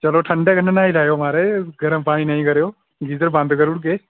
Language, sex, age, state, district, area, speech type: Dogri, male, 18-30, Jammu and Kashmir, Udhampur, rural, conversation